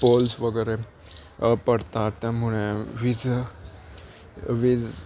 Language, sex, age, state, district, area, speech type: Marathi, male, 18-30, Maharashtra, Nashik, urban, spontaneous